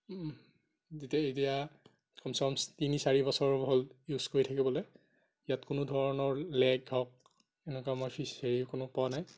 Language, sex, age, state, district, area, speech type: Assamese, male, 30-45, Assam, Darrang, rural, spontaneous